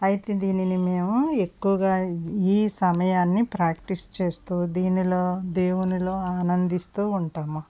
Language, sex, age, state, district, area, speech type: Telugu, female, 45-60, Andhra Pradesh, West Godavari, rural, spontaneous